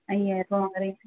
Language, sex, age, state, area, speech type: Tamil, female, 30-45, Tamil Nadu, rural, conversation